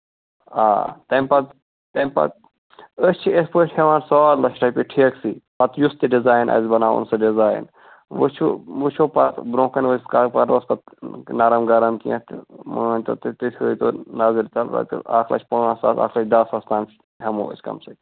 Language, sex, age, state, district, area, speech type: Kashmiri, male, 18-30, Jammu and Kashmir, Ganderbal, rural, conversation